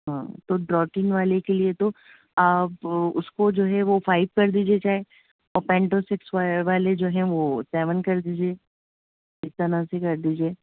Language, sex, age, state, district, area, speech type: Urdu, female, 30-45, Delhi, North East Delhi, urban, conversation